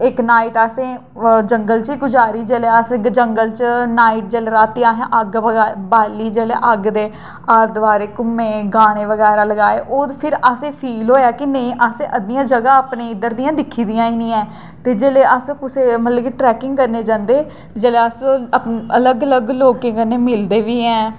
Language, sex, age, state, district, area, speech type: Dogri, female, 18-30, Jammu and Kashmir, Jammu, rural, spontaneous